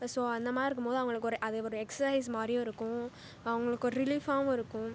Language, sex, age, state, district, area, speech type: Tamil, female, 18-30, Tamil Nadu, Pudukkottai, rural, spontaneous